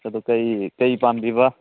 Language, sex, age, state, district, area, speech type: Manipuri, male, 18-30, Manipur, Churachandpur, rural, conversation